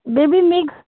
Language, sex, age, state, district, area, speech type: Manipuri, female, 30-45, Manipur, Senapati, urban, conversation